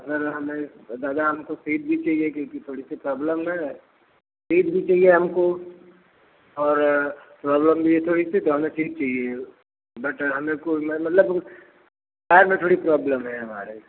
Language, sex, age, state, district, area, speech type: Hindi, male, 45-60, Uttar Pradesh, Lucknow, rural, conversation